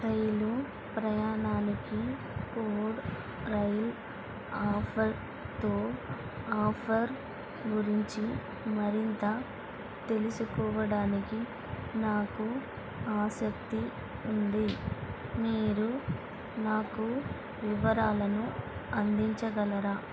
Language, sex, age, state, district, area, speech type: Telugu, female, 18-30, Andhra Pradesh, Nellore, urban, read